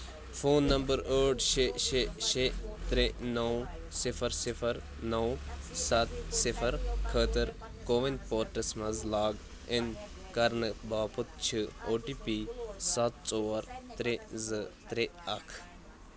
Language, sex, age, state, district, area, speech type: Kashmiri, male, 18-30, Jammu and Kashmir, Kupwara, urban, read